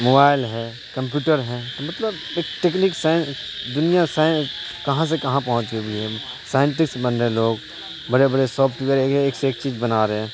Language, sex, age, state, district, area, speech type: Urdu, male, 30-45, Bihar, Supaul, urban, spontaneous